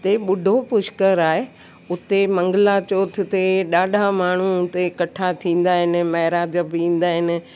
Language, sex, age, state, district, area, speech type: Sindhi, female, 60+, Rajasthan, Ajmer, urban, spontaneous